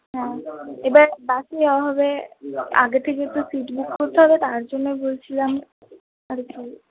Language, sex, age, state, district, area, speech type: Bengali, female, 18-30, West Bengal, Purba Bardhaman, urban, conversation